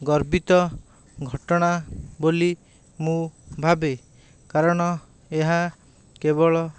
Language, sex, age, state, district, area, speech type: Odia, male, 45-60, Odisha, Khordha, rural, spontaneous